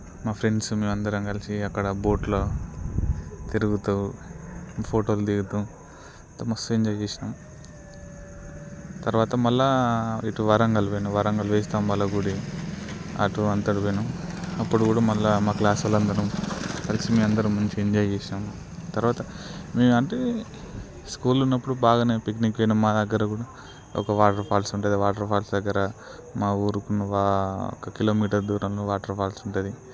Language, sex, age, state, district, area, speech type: Telugu, male, 18-30, Telangana, Peddapalli, rural, spontaneous